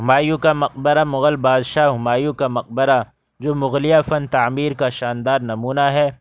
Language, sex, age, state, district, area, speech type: Urdu, male, 18-30, Delhi, North West Delhi, urban, spontaneous